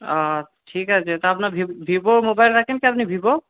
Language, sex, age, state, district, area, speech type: Bengali, male, 45-60, West Bengal, Purba Bardhaman, urban, conversation